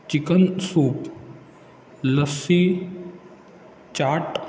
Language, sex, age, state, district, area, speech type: Marathi, male, 18-30, Maharashtra, Ratnagiri, urban, spontaneous